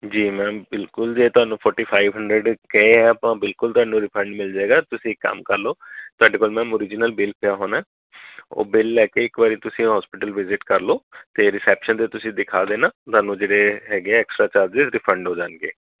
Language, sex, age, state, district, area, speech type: Punjabi, male, 30-45, Punjab, Kapurthala, urban, conversation